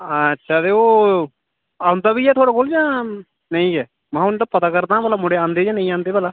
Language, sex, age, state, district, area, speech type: Dogri, male, 18-30, Jammu and Kashmir, Udhampur, urban, conversation